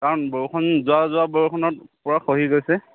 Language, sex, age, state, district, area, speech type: Assamese, male, 30-45, Assam, Charaideo, urban, conversation